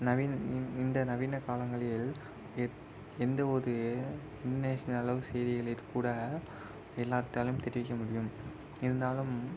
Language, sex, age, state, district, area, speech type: Tamil, male, 18-30, Tamil Nadu, Virudhunagar, urban, spontaneous